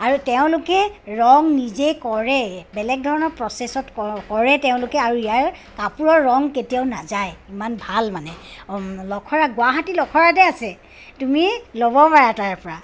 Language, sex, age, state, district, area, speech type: Assamese, female, 45-60, Assam, Kamrup Metropolitan, urban, spontaneous